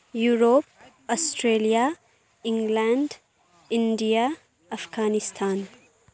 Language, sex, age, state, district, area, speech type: Nepali, female, 18-30, West Bengal, Kalimpong, rural, spontaneous